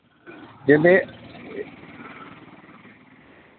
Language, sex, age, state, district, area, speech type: Dogri, male, 30-45, Jammu and Kashmir, Reasi, urban, conversation